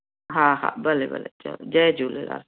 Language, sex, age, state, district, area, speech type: Sindhi, female, 45-60, Gujarat, Kutch, urban, conversation